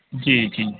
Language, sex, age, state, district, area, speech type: Punjabi, male, 30-45, Punjab, Gurdaspur, urban, conversation